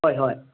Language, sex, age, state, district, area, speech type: Manipuri, male, 60+, Manipur, Kangpokpi, urban, conversation